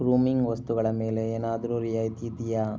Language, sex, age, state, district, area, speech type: Kannada, male, 30-45, Karnataka, Chikkaballapur, rural, read